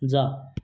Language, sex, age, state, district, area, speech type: Marathi, male, 18-30, Maharashtra, Raigad, rural, read